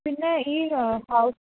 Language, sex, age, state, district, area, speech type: Malayalam, female, 18-30, Kerala, Pathanamthitta, rural, conversation